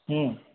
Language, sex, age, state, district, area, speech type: Bengali, male, 45-60, West Bengal, Paschim Bardhaman, rural, conversation